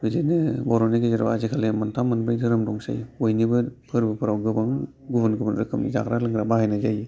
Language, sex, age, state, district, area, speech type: Bodo, male, 30-45, Assam, Udalguri, urban, spontaneous